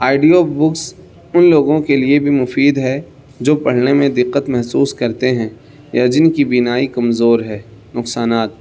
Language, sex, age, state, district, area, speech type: Urdu, male, 18-30, Uttar Pradesh, Saharanpur, urban, spontaneous